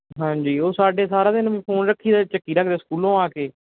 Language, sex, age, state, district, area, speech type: Punjabi, male, 30-45, Punjab, Barnala, rural, conversation